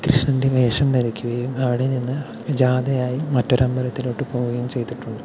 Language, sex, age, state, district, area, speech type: Malayalam, male, 18-30, Kerala, Palakkad, rural, spontaneous